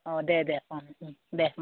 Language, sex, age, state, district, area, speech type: Bodo, female, 45-60, Assam, Udalguri, rural, conversation